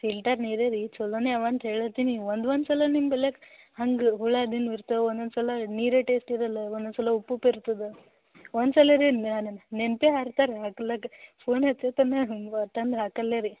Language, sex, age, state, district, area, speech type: Kannada, female, 18-30, Karnataka, Gulbarga, urban, conversation